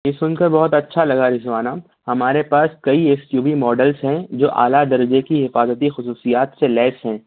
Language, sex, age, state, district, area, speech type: Urdu, male, 60+, Maharashtra, Nashik, urban, conversation